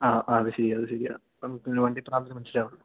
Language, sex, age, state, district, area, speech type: Malayalam, male, 18-30, Kerala, Idukki, rural, conversation